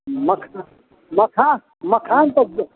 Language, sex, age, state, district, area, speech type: Maithili, male, 60+, Bihar, Madhubani, rural, conversation